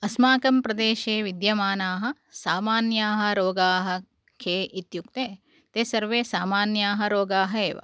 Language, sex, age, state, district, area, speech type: Sanskrit, female, 30-45, Karnataka, Udupi, urban, spontaneous